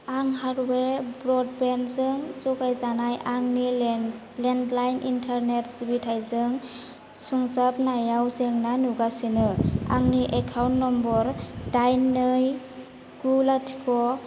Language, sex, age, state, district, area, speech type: Bodo, female, 18-30, Assam, Kokrajhar, urban, read